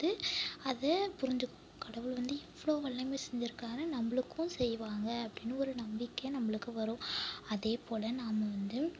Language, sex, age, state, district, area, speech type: Tamil, female, 18-30, Tamil Nadu, Mayiladuthurai, urban, spontaneous